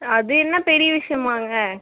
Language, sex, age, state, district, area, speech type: Tamil, female, 18-30, Tamil Nadu, Viluppuram, rural, conversation